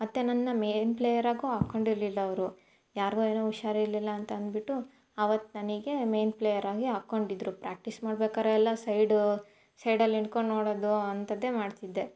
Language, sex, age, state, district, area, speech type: Kannada, female, 18-30, Karnataka, Chitradurga, rural, spontaneous